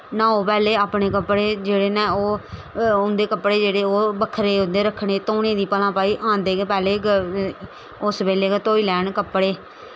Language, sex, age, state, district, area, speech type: Dogri, female, 30-45, Jammu and Kashmir, Samba, urban, spontaneous